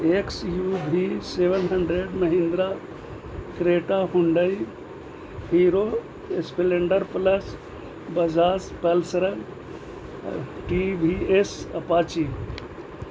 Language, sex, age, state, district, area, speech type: Urdu, male, 60+, Bihar, Gaya, urban, spontaneous